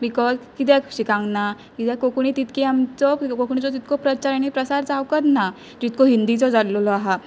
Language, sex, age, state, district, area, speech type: Goan Konkani, female, 18-30, Goa, Pernem, rural, spontaneous